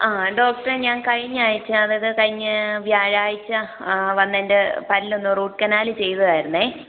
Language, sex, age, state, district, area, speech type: Malayalam, female, 30-45, Kerala, Idukki, rural, conversation